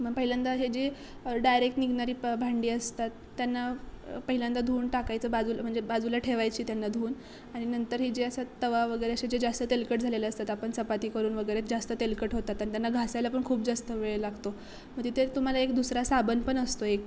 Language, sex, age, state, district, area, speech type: Marathi, female, 18-30, Maharashtra, Ratnagiri, rural, spontaneous